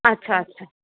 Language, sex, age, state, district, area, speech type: Sindhi, female, 30-45, Rajasthan, Ajmer, urban, conversation